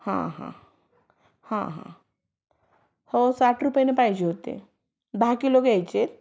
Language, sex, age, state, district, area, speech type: Marathi, female, 30-45, Maharashtra, Sangli, rural, spontaneous